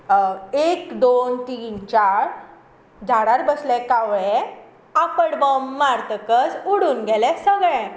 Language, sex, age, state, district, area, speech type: Goan Konkani, female, 18-30, Goa, Tiswadi, rural, spontaneous